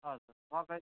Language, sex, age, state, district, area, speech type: Nepali, male, 30-45, West Bengal, Kalimpong, rural, conversation